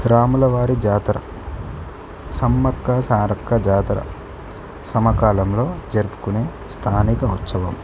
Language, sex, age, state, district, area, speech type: Telugu, male, 18-30, Telangana, Hanamkonda, urban, spontaneous